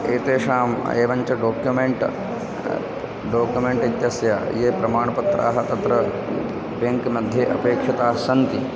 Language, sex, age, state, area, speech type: Sanskrit, male, 18-30, Madhya Pradesh, rural, spontaneous